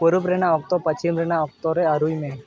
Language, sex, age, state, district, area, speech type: Santali, male, 18-30, West Bengal, Dakshin Dinajpur, rural, read